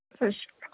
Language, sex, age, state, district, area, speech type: Punjabi, female, 30-45, Punjab, Amritsar, urban, conversation